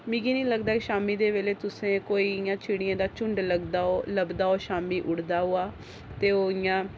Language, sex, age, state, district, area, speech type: Dogri, female, 30-45, Jammu and Kashmir, Jammu, urban, spontaneous